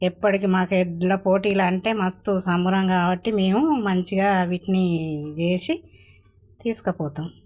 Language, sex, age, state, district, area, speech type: Telugu, female, 45-60, Telangana, Jagtial, rural, spontaneous